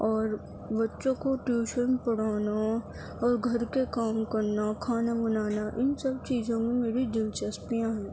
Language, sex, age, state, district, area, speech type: Urdu, female, 45-60, Delhi, Central Delhi, urban, spontaneous